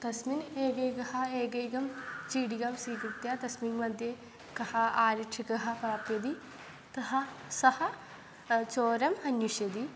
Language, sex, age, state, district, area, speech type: Sanskrit, female, 18-30, Kerala, Kannur, urban, spontaneous